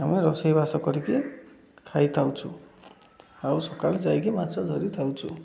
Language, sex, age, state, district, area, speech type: Odia, male, 18-30, Odisha, Koraput, urban, spontaneous